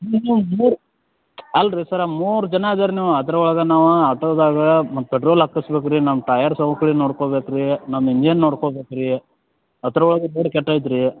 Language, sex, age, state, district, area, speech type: Kannada, male, 30-45, Karnataka, Belgaum, rural, conversation